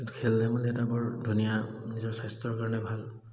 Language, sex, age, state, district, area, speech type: Assamese, male, 30-45, Assam, Dibrugarh, urban, spontaneous